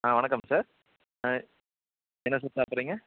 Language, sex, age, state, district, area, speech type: Tamil, male, 45-60, Tamil Nadu, Tenkasi, urban, conversation